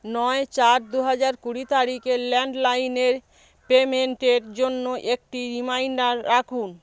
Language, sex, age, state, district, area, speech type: Bengali, female, 45-60, West Bengal, South 24 Parganas, rural, read